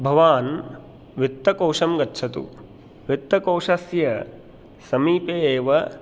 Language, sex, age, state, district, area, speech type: Sanskrit, male, 45-60, Madhya Pradesh, Indore, rural, spontaneous